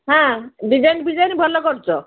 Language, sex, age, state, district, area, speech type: Odia, female, 60+, Odisha, Gajapati, rural, conversation